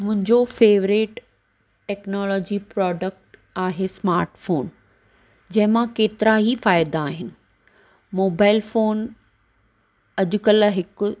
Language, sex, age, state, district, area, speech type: Sindhi, female, 30-45, Maharashtra, Thane, urban, spontaneous